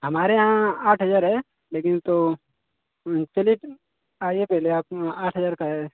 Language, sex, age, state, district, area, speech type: Hindi, male, 18-30, Uttar Pradesh, Mau, rural, conversation